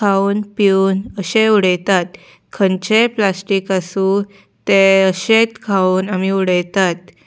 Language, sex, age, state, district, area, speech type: Goan Konkani, female, 18-30, Goa, Salcete, urban, spontaneous